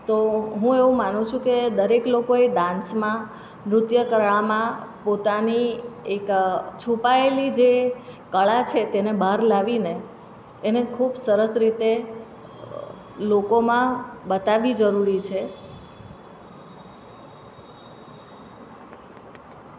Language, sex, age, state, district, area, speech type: Gujarati, female, 30-45, Gujarat, Surat, urban, spontaneous